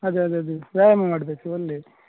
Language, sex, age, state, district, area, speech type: Kannada, male, 18-30, Karnataka, Udupi, rural, conversation